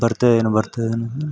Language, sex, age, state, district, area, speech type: Kannada, male, 18-30, Karnataka, Yadgir, rural, spontaneous